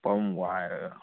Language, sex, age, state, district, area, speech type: Manipuri, male, 18-30, Manipur, Kakching, rural, conversation